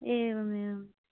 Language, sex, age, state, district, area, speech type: Sanskrit, female, 18-30, Karnataka, Davanagere, urban, conversation